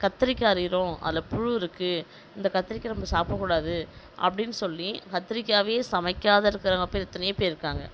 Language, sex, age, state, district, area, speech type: Tamil, female, 30-45, Tamil Nadu, Kallakurichi, rural, spontaneous